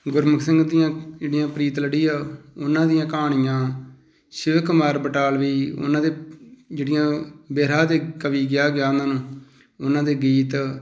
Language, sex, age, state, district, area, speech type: Punjabi, male, 45-60, Punjab, Tarn Taran, rural, spontaneous